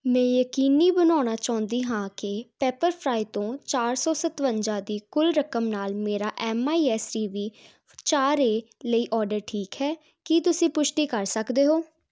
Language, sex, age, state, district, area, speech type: Punjabi, female, 18-30, Punjab, Jalandhar, urban, read